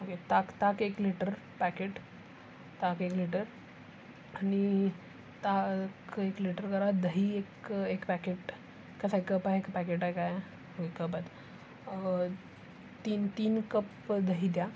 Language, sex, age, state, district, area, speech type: Marathi, male, 18-30, Maharashtra, Sangli, urban, spontaneous